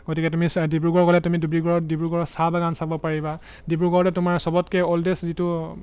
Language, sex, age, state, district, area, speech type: Assamese, male, 18-30, Assam, Golaghat, urban, spontaneous